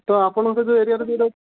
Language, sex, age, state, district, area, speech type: Odia, male, 30-45, Odisha, Sundergarh, urban, conversation